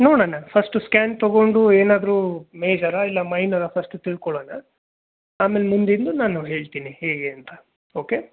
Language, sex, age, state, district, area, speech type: Kannada, male, 30-45, Karnataka, Bangalore Urban, rural, conversation